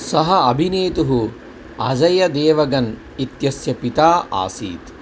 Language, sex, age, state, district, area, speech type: Sanskrit, male, 45-60, Tamil Nadu, Coimbatore, urban, read